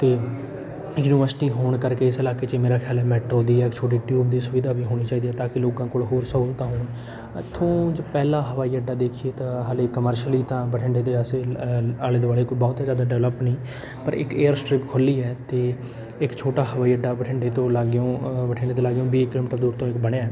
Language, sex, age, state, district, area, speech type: Punjabi, male, 18-30, Punjab, Bathinda, urban, spontaneous